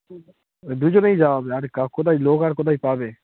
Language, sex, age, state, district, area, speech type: Bengali, male, 18-30, West Bengal, Darjeeling, urban, conversation